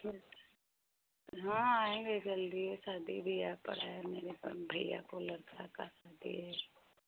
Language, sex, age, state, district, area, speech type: Hindi, female, 45-60, Uttar Pradesh, Chandauli, rural, conversation